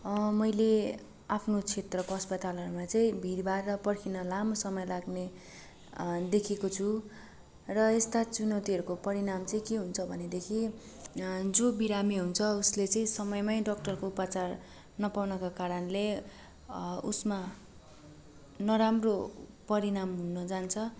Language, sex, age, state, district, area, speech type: Nepali, female, 18-30, West Bengal, Darjeeling, rural, spontaneous